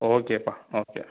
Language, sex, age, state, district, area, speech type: Tamil, male, 30-45, Tamil Nadu, Pudukkottai, rural, conversation